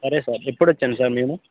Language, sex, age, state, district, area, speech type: Telugu, male, 18-30, Telangana, Bhadradri Kothagudem, urban, conversation